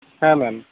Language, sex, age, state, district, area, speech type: Bengali, male, 45-60, West Bengal, Paschim Bardhaman, urban, conversation